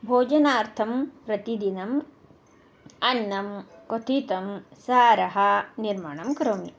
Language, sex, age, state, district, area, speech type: Sanskrit, female, 45-60, Karnataka, Belgaum, urban, spontaneous